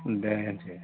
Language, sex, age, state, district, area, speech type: Assamese, male, 45-60, Assam, Dhemaji, urban, conversation